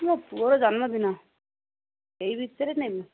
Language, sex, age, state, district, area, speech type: Odia, female, 45-60, Odisha, Angul, rural, conversation